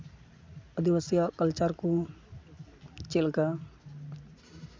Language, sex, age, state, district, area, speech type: Santali, male, 18-30, West Bengal, Uttar Dinajpur, rural, spontaneous